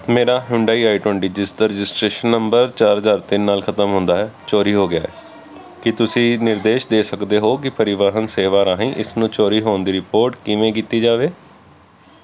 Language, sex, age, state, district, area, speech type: Punjabi, male, 30-45, Punjab, Kapurthala, urban, read